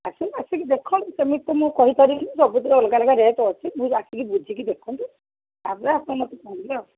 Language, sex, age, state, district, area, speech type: Odia, female, 60+, Odisha, Gajapati, rural, conversation